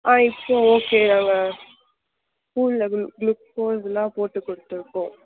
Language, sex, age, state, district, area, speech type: Tamil, female, 18-30, Tamil Nadu, Krishnagiri, rural, conversation